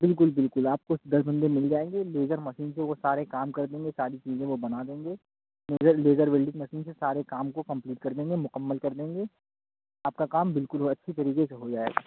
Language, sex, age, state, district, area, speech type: Urdu, male, 45-60, Uttar Pradesh, Aligarh, rural, conversation